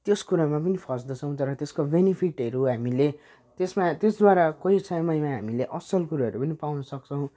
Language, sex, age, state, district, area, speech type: Nepali, male, 18-30, West Bengal, Jalpaiguri, rural, spontaneous